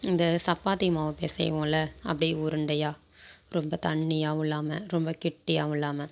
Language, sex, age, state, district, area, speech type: Tamil, female, 45-60, Tamil Nadu, Tiruvarur, rural, spontaneous